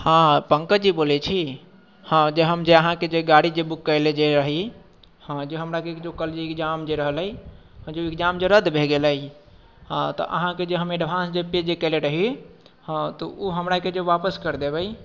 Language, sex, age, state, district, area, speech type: Maithili, male, 45-60, Bihar, Sitamarhi, urban, spontaneous